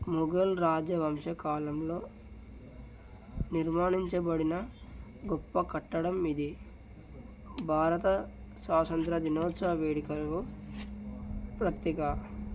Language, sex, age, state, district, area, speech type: Telugu, male, 18-30, Telangana, Narayanpet, urban, spontaneous